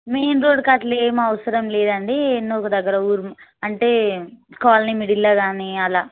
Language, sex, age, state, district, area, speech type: Telugu, female, 18-30, Telangana, Ranga Reddy, rural, conversation